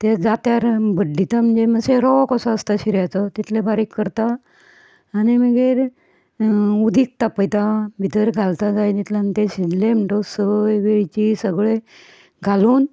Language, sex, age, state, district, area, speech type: Goan Konkani, female, 60+, Goa, Ponda, rural, spontaneous